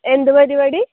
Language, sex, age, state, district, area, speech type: Malayalam, female, 18-30, Kerala, Palakkad, rural, conversation